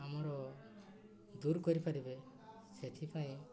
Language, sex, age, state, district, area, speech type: Odia, male, 60+, Odisha, Mayurbhanj, rural, spontaneous